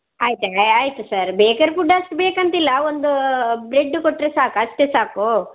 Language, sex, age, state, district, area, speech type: Kannada, female, 60+, Karnataka, Dakshina Kannada, rural, conversation